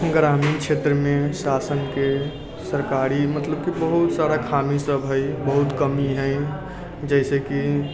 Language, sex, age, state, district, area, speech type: Maithili, male, 18-30, Bihar, Sitamarhi, rural, spontaneous